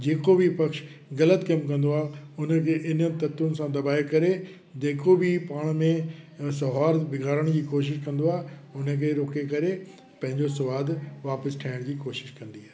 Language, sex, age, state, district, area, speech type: Sindhi, male, 60+, Uttar Pradesh, Lucknow, urban, spontaneous